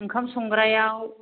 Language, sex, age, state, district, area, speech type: Bodo, female, 45-60, Assam, Kokrajhar, rural, conversation